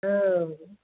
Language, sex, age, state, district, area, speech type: Bodo, female, 30-45, Assam, Chirang, rural, conversation